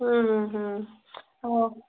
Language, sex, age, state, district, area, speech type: Odia, female, 18-30, Odisha, Ganjam, urban, conversation